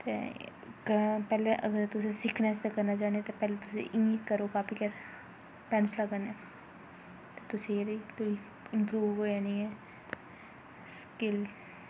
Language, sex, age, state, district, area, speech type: Dogri, female, 18-30, Jammu and Kashmir, Kathua, rural, spontaneous